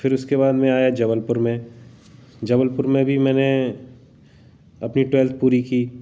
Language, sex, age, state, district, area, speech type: Hindi, male, 45-60, Madhya Pradesh, Jabalpur, urban, spontaneous